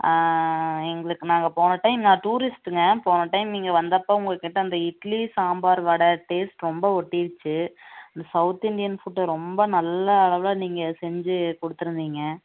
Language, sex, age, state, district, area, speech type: Tamil, female, 18-30, Tamil Nadu, Namakkal, rural, conversation